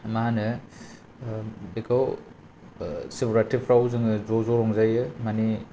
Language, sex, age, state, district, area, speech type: Bodo, male, 30-45, Assam, Kokrajhar, urban, spontaneous